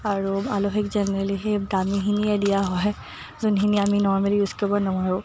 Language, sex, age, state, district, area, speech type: Assamese, female, 18-30, Assam, Morigaon, urban, spontaneous